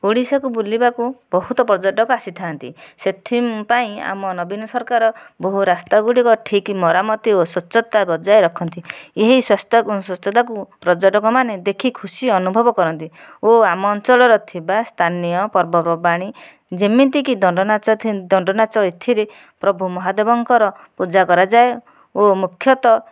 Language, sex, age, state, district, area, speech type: Odia, female, 30-45, Odisha, Nayagarh, rural, spontaneous